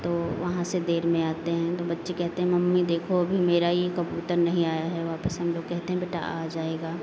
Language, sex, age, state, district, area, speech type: Hindi, female, 30-45, Uttar Pradesh, Lucknow, rural, spontaneous